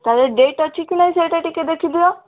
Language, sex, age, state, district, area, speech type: Odia, female, 18-30, Odisha, Malkangiri, urban, conversation